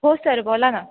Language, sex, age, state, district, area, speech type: Marathi, female, 18-30, Maharashtra, Ahmednagar, urban, conversation